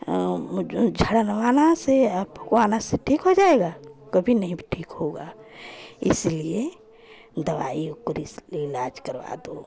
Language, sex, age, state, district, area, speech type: Hindi, female, 45-60, Uttar Pradesh, Chandauli, rural, spontaneous